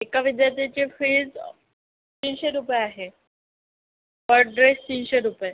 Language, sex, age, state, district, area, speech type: Marathi, female, 18-30, Maharashtra, Yavatmal, rural, conversation